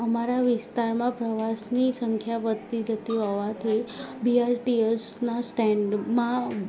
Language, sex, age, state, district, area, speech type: Gujarati, female, 18-30, Gujarat, Ahmedabad, urban, spontaneous